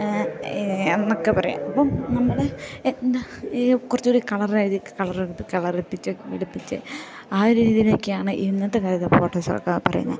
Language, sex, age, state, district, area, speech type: Malayalam, female, 18-30, Kerala, Idukki, rural, spontaneous